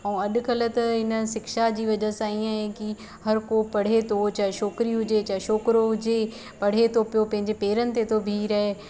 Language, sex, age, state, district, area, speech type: Sindhi, female, 30-45, Madhya Pradesh, Katni, rural, spontaneous